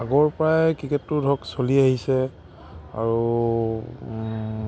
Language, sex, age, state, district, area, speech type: Assamese, male, 30-45, Assam, Charaideo, rural, spontaneous